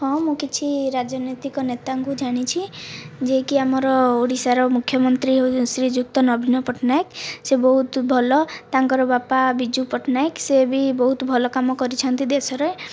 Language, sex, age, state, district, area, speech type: Odia, female, 45-60, Odisha, Kandhamal, rural, spontaneous